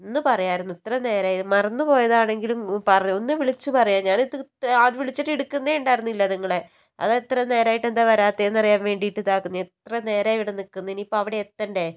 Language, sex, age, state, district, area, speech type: Malayalam, female, 18-30, Kerala, Kozhikode, urban, spontaneous